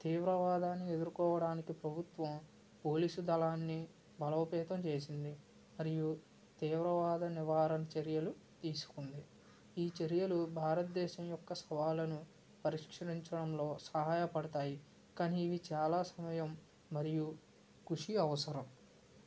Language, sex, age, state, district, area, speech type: Telugu, male, 45-60, Andhra Pradesh, West Godavari, rural, spontaneous